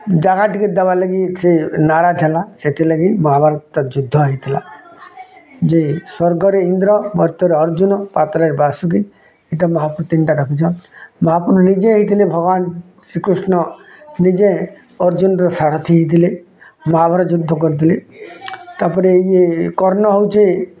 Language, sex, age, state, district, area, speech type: Odia, male, 60+, Odisha, Bargarh, urban, spontaneous